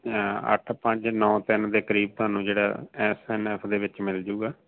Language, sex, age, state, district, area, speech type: Punjabi, male, 30-45, Punjab, Fazilka, rural, conversation